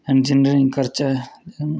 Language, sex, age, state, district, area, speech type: Dogri, male, 30-45, Jammu and Kashmir, Udhampur, rural, spontaneous